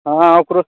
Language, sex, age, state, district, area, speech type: Maithili, male, 18-30, Bihar, Muzaffarpur, rural, conversation